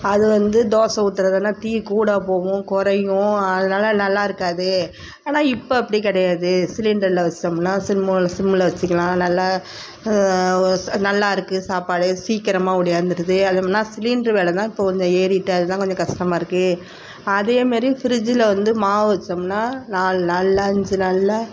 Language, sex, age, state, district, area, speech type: Tamil, female, 45-60, Tamil Nadu, Tiruvarur, rural, spontaneous